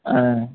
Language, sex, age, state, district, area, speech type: Tamil, male, 18-30, Tamil Nadu, Erode, urban, conversation